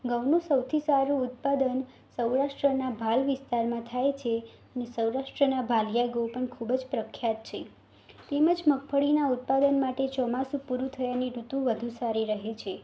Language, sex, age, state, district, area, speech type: Gujarati, female, 18-30, Gujarat, Mehsana, rural, spontaneous